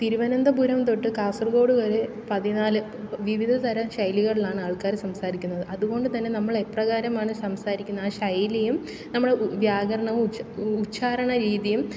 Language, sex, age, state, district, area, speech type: Malayalam, female, 18-30, Kerala, Thiruvananthapuram, urban, spontaneous